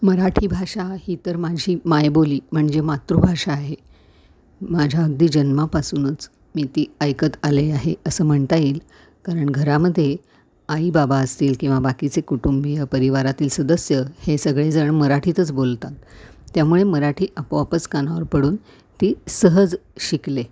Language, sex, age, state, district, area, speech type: Marathi, female, 60+, Maharashtra, Thane, urban, spontaneous